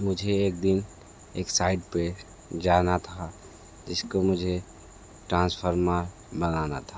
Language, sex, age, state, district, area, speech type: Hindi, male, 30-45, Uttar Pradesh, Sonbhadra, rural, spontaneous